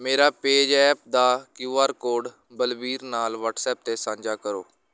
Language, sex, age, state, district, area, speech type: Punjabi, male, 18-30, Punjab, Shaheed Bhagat Singh Nagar, urban, read